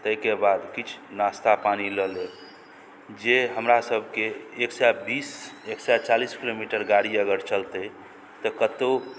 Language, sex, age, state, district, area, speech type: Maithili, male, 45-60, Bihar, Madhubani, rural, spontaneous